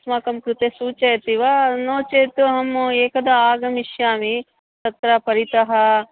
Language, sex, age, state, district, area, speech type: Sanskrit, female, 45-60, Karnataka, Bangalore Urban, urban, conversation